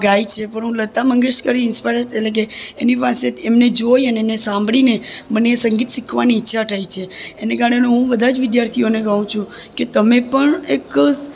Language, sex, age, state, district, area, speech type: Gujarati, female, 18-30, Gujarat, Surat, rural, spontaneous